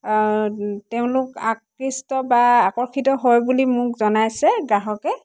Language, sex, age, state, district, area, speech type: Assamese, female, 30-45, Assam, Dhemaji, rural, spontaneous